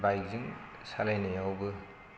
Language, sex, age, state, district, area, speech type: Bodo, male, 45-60, Assam, Chirang, rural, spontaneous